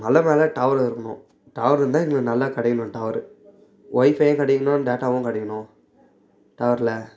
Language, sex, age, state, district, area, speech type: Tamil, male, 18-30, Tamil Nadu, Tiruvannamalai, rural, spontaneous